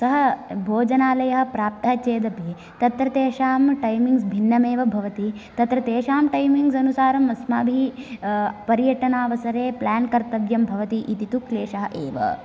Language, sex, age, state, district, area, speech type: Sanskrit, female, 18-30, Karnataka, Uttara Kannada, urban, spontaneous